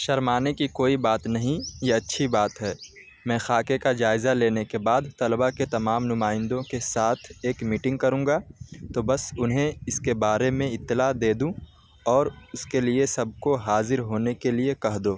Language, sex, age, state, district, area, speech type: Urdu, male, 18-30, Delhi, North West Delhi, urban, read